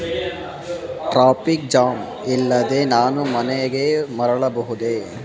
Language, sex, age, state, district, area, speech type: Kannada, male, 18-30, Karnataka, Kolar, rural, read